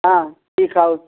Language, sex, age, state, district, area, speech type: Hindi, female, 60+, Uttar Pradesh, Ghazipur, rural, conversation